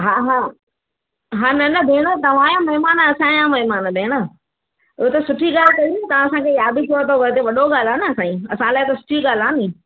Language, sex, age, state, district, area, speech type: Sindhi, female, 30-45, Gujarat, Surat, urban, conversation